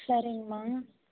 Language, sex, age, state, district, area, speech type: Tamil, female, 18-30, Tamil Nadu, Vellore, urban, conversation